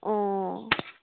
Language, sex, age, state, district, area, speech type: Assamese, female, 18-30, Assam, Sivasagar, rural, conversation